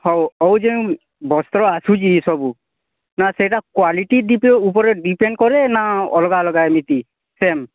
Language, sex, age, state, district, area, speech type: Odia, male, 45-60, Odisha, Nuapada, urban, conversation